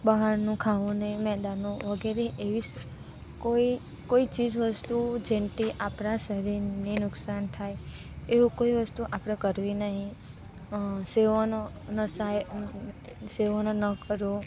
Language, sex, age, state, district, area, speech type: Gujarati, female, 18-30, Gujarat, Narmada, urban, spontaneous